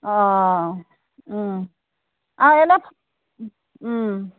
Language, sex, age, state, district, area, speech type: Assamese, female, 60+, Assam, Morigaon, rural, conversation